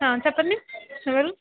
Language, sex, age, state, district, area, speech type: Telugu, female, 18-30, Andhra Pradesh, Kurnool, urban, conversation